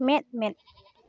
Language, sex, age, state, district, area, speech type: Santali, female, 18-30, West Bengal, Uttar Dinajpur, rural, read